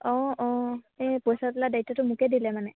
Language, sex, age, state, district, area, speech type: Assamese, female, 18-30, Assam, Sivasagar, rural, conversation